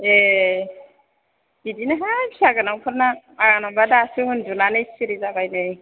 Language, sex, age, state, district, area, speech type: Bodo, female, 30-45, Assam, Chirang, urban, conversation